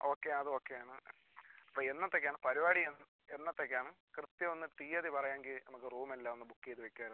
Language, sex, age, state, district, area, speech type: Malayalam, male, 18-30, Kerala, Kollam, rural, conversation